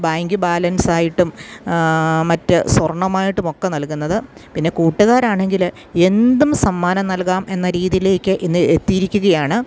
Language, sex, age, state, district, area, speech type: Malayalam, female, 45-60, Kerala, Kottayam, rural, spontaneous